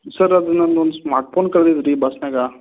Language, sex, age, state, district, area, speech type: Kannada, male, 30-45, Karnataka, Belgaum, rural, conversation